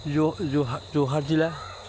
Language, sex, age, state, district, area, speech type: Assamese, male, 30-45, Assam, Majuli, urban, spontaneous